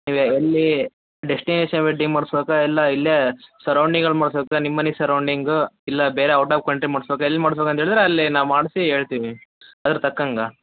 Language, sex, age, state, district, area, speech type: Kannada, male, 18-30, Karnataka, Davanagere, rural, conversation